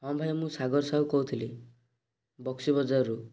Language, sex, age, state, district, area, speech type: Odia, male, 18-30, Odisha, Cuttack, urban, spontaneous